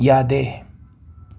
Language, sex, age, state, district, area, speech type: Manipuri, male, 18-30, Manipur, Imphal West, urban, read